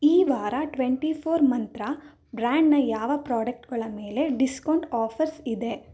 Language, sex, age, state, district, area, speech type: Kannada, female, 18-30, Karnataka, Mysore, urban, read